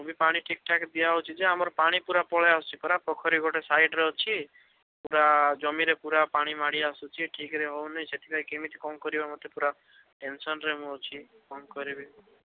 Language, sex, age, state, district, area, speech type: Odia, male, 18-30, Odisha, Bhadrak, rural, conversation